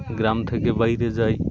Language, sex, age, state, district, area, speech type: Bengali, male, 30-45, West Bengal, Birbhum, urban, spontaneous